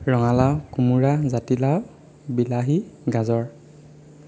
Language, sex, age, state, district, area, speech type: Assamese, male, 18-30, Assam, Sivasagar, urban, spontaneous